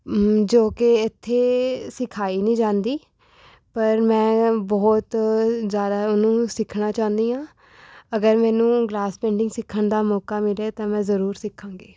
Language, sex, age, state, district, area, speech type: Punjabi, female, 18-30, Punjab, Rupnagar, urban, spontaneous